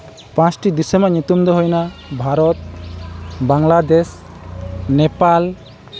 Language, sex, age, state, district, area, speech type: Santali, male, 18-30, West Bengal, Malda, rural, spontaneous